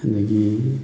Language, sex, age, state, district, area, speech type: Manipuri, male, 30-45, Manipur, Thoubal, rural, spontaneous